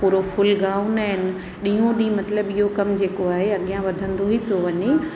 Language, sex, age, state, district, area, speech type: Sindhi, female, 45-60, Uttar Pradesh, Lucknow, rural, spontaneous